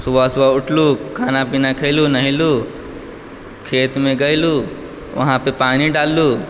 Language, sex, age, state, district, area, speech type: Maithili, male, 18-30, Bihar, Purnia, urban, spontaneous